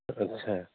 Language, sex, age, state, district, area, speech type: Urdu, male, 18-30, Bihar, Purnia, rural, conversation